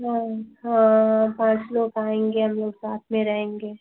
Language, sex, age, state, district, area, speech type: Hindi, female, 18-30, Uttar Pradesh, Azamgarh, urban, conversation